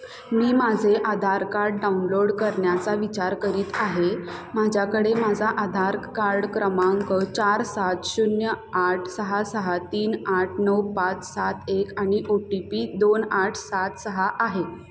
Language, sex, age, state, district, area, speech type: Marathi, female, 18-30, Maharashtra, Kolhapur, urban, read